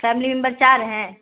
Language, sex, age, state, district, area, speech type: Urdu, female, 30-45, Bihar, Araria, rural, conversation